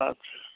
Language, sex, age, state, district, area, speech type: Hindi, male, 60+, Bihar, Samastipur, rural, conversation